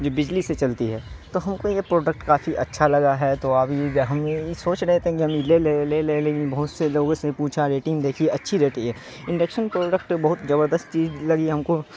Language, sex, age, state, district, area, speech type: Urdu, male, 18-30, Bihar, Saharsa, rural, spontaneous